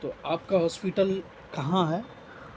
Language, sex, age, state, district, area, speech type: Urdu, male, 18-30, Bihar, Madhubani, rural, spontaneous